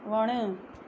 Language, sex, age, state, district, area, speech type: Sindhi, female, 30-45, Gujarat, Surat, urban, read